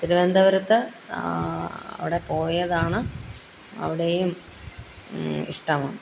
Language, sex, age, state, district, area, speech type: Malayalam, female, 45-60, Kerala, Pathanamthitta, rural, spontaneous